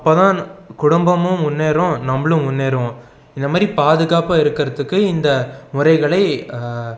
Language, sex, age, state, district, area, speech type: Tamil, male, 18-30, Tamil Nadu, Salem, urban, spontaneous